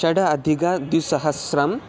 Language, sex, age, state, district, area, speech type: Sanskrit, male, 18-30, Kerala, Thiruvananthapuram, urban, spontaneous